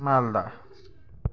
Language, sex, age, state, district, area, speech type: Nepali, male, 18-30, West Bengal, Kalimpong, rural, spontaneous